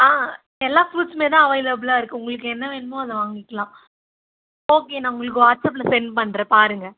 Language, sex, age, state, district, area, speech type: Tamil, female, 18-30, Tamil Nadu, Ranipet, urban, conversation